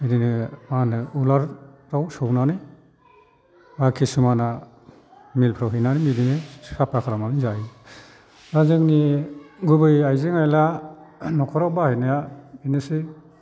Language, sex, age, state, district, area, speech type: Bodo, male, 45-60, Assam, Kokrajhar, urban, spontaneous